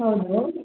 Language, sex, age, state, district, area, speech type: Kannada, female, 18-30, Karnataka, Hassan, rural, conversation